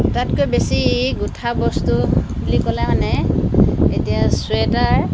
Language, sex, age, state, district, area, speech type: Assamese, female, 60+, Assam, Dibrugarh, rural, spontaneous